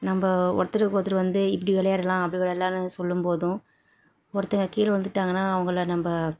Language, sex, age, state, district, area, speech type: Tamil, female, 30-45, Tamil Nadu, Salem, rural, spontaneous